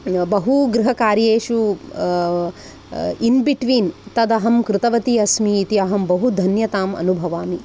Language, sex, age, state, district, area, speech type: Sanskrit, female, 45-60, Karnataka, Udupi, urban, spontaneous